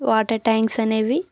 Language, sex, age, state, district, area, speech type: Telugu, female, 18-30, Andhra Pradesh, Anakapalli, rural, spontaneous